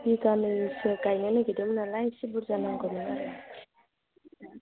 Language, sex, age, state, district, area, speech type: Bodo, female, 30-45, Assam, Chirang, rural, conversation